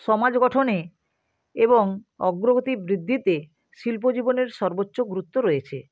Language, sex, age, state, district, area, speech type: Bengali, female, 45-60, West Bengal, Nadia, rural, spontaneous